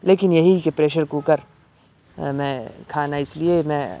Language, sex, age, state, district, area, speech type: Urdu, male, 30-45, Uttar Pradesh, Aligarh, rural, spontaneous